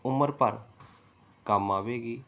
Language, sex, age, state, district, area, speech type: Punjabi, male, 30-45, Punjab, Pathankot, rural, spontaneous